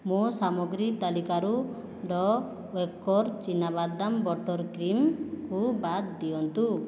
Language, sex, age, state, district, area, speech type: Odia, female, 18-30, Odisha, Boudh, rural, read